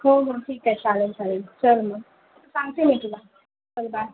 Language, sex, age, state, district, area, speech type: Marathi, female, 18-30, Maharashtra, Solapur, urban, conversation